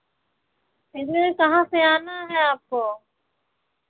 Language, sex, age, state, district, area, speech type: Hindi, female, 45-60, Uttar Pradesh, Ayodhya, rural, conversation